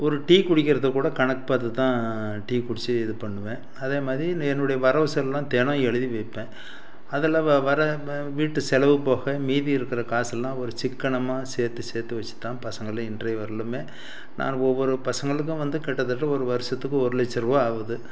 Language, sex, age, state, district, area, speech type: Tamil, male, 60+, Tamil Nadu, Salem, urban, spontaneous